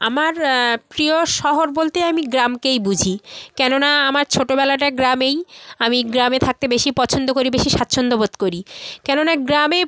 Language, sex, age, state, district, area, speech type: Bengali, female, 30-45, West Bengal, South 24 Parganas, rural, spontaneous